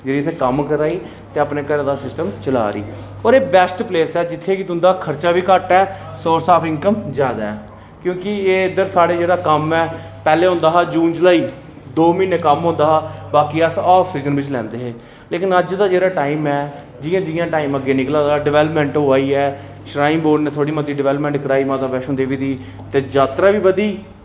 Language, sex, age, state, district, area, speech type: Dogri, male, 30-45, Jammu and Kashmir, Reasi, urban, spontaneous